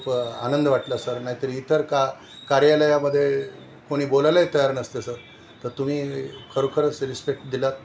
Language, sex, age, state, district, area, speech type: Marathi, male, 60+, Maharashtra, Nanded, urban, spontaneous